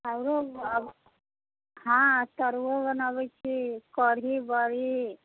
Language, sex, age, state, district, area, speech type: Maithili, female, 45-60, Bihar, Sitamarhi, rural, conversation